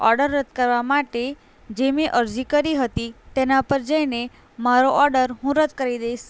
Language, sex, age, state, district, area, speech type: Gujarati, female, 18-30, Gujarat, Anand, rural, spontaneous